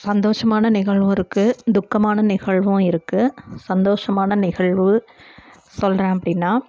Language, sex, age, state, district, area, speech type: Tamil, female, 30-45, Tamil Nadu, Perambalur, rural, spontaneous